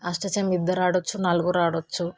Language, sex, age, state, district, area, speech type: Telugu, female, 18-30, Telangana, Hyderabad, urban, spontaneous